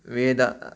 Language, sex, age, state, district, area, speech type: Sanskrit, male, 18-30, Karnataka, Uttara Kannada, rural, spontaneous